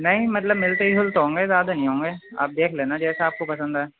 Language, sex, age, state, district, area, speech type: Urdu, male, 18-30, Uttar Pradesh, Rampur, urban, conversation